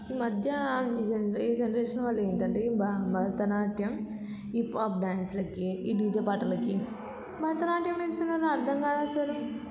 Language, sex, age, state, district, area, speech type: Telugu, female, 18-30, Telangana, Vikarabad, rural, spontaneous